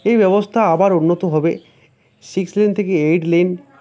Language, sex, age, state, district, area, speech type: Bengali, male, 18-30, West Bengal, Uttar Dinajpur, rural, spontaneous